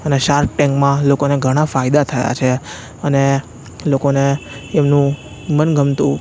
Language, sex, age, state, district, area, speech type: Gujarati, male, 18-30, Gujarat, Anand, rural, spontaneous